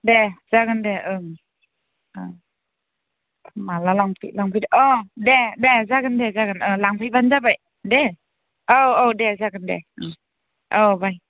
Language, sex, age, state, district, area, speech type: Bodo, female, 30-45, Assam, Udalguri, rural, conversation